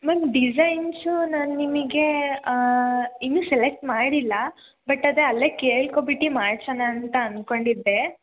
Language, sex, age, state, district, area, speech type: Kannada, female, 18-30, Karnataka, Hassan, urban, conversation